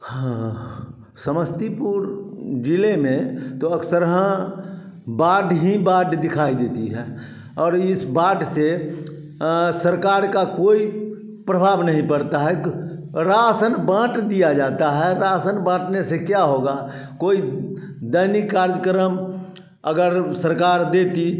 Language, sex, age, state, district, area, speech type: Hindi, male, 60+, Bihar, Samastipur, rural, spontaneous